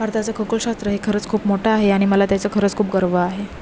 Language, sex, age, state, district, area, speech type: Marathi, female, 18-30, Maharashtra, Ratnagiri, rural, spontaneous